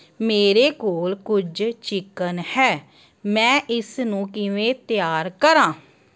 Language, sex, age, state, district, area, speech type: Punjabi, female, 30-45, Punjab, Amritsar, urban, read